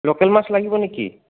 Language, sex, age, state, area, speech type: Assamese, male, 18-30, Assam, rural, conversation